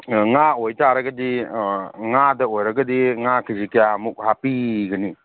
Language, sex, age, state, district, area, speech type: Manipuri, male, 30-45, Manipur, Kangpokpi, urban, conversation